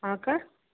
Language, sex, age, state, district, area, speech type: Kannada, female, 18-30, Karnataka, Chitradurga, rural, conversation